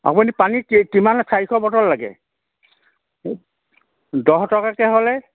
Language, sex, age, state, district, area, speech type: Assamese, male, 60+, Assam, Golaghat, urban, conversation